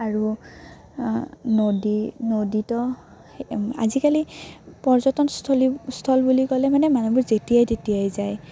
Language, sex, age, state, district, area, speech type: Assamese, female, 18-30, Assam, Udalguri, rural, spontaneous